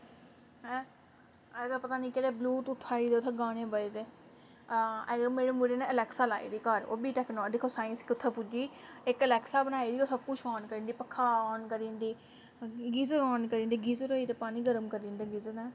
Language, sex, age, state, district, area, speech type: Dogri, female, 30-45, Jammu and Kashmir, Samba, rural, spontaneous